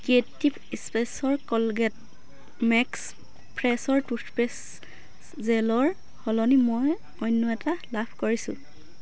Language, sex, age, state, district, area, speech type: Assamese, female, 45-60, Assam, Dhemaji, rural, read